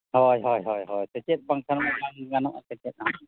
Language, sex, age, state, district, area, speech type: Santali, male, 30-45, Odisha, Mayurbhanj, rural, conversation